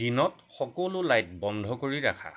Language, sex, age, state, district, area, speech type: Assamese, male, 45-60, Assam, Nagaon, rural, read